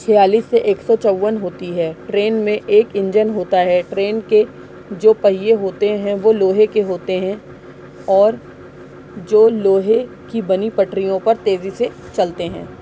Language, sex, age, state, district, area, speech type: Urdu, female, 30-45, Delhi, Central Delhi, urban, spontaneous